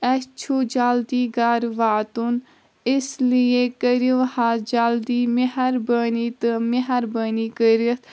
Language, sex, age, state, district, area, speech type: Kashmiri, female, 18-30, Jammu and Kashmir, Kulgam, rural, spontaneous